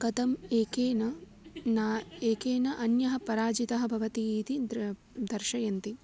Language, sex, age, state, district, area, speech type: Sanskrit, female, 18-30, Tamil Nadu, Tiruchirappalli, urban, spontaneous